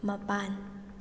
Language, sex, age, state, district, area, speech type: Manipuri, female, 18-30, Manipur, Kakching, rural, read